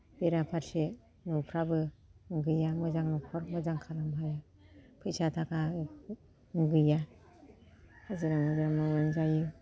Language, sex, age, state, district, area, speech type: Bodo, female, 60+, Assam, Kokrajhar, urban, spontaneous